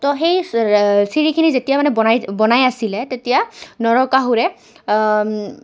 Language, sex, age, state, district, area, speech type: Assamese, female, 18-30, Assam, Goalpara, urban, spontaneous